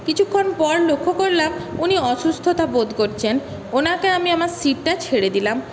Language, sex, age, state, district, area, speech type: Bengali, female, 30-45, West Bengal, Paschim Medinipur, urban, spontaneous